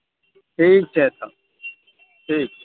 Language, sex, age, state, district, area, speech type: Maithili, male, 60+, Bihar, Araria, urban, conversation